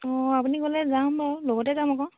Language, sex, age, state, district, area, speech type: Assamese, female, 30-45, Assam, Tinsukia, urban, conversation